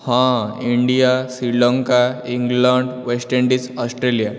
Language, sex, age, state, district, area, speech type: Odia, male, 18-30, Odisha, Dhenkanal, urban, spontaneous